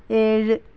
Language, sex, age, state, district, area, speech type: Malayalam, female, 45-60, Kerala, Ernakulam, rural, read